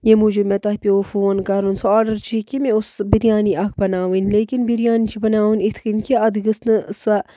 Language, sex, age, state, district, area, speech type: Kashmiri, female, 30-45, Jammu and Kashmir, Budgam, rural, spontaneous